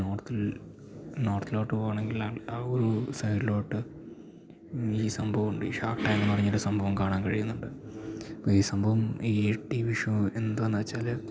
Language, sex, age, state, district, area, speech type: Malayalam, male, 18-30, Kerala, Idukki, rural, spontaneous